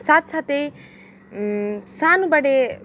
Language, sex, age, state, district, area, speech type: Nepali, female, 18-30, West Bengal, Kalimpong, rural, spontaneous